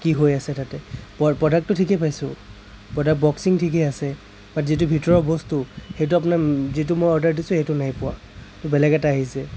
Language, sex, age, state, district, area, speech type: Assamese, male, 30-45, Assam, Kamrup Metropolitan, urban, spontaneous